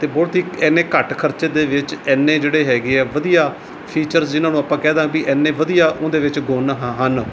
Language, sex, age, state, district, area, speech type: Punjabi, male, 45-60, Punjab, Mohali, urban, spontaneous